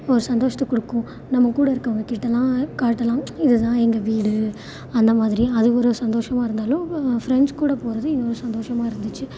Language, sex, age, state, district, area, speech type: Tamil, female, 18-30, Tamil Nadu, Salem, rural, spontaneous